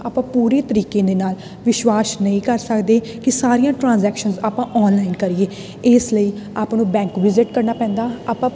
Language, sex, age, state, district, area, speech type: Punjabi, female, 18-30, Punjab, Tarn Taran, rural, spontaneous